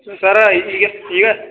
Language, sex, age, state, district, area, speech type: Kannada, male, 30-45, Karnataka, Belgaum, rural, conversation